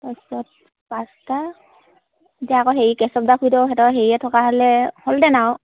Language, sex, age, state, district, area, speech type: Assamese, female, 18-30, Assam, Dhemaji, urban, conversation